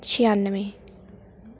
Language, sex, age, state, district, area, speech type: Punjabi, female, 18-30, Punjab, Shaheed Bhagat Singh Nagar, rural, spontaneous